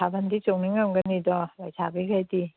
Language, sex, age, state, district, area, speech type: Manipuri, female, 60+, Manipur, Kangpokpi, urban, conversation